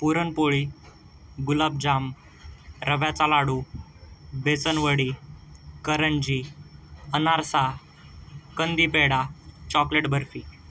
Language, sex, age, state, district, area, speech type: Marathi, male, 18-30, Maharashtra, Nanded, rural, spontaneous